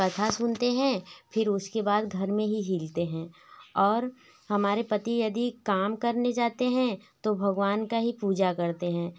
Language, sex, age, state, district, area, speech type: Hindi, female, 18-30, Uttar Pradesh, Varanasi, rural, spontaneous